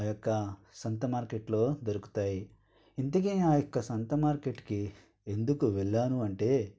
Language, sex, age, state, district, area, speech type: Telugu, male, 45-60, Andhra Pradesh, Konaseema, rural, spontaneous